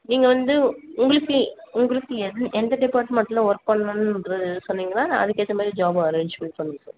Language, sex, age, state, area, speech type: Tamil, female, 30-45, Tamil Nadu, urban, conversation